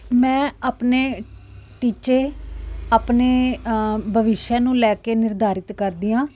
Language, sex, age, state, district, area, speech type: Punjabi, female, 30-45, Punjab, Fazilka, urban, spontaneous